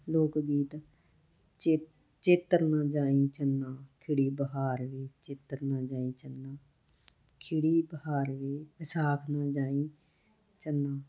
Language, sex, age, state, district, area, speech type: Punjabi, female, 30-45, Punjab, Muktsar, urban, spontaneous